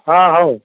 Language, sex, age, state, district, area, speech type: Odia, male, 60+, Odisha, Gajapati, rural, conversation